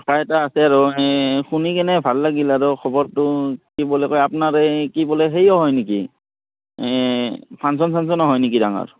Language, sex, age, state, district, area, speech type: Assamese, male, 30-45, Assam, Barpeta, rural, conversation